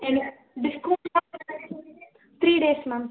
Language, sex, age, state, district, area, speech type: Tamil, male, 45-60, Tamil Nadu, Ariyalur, rural, conversation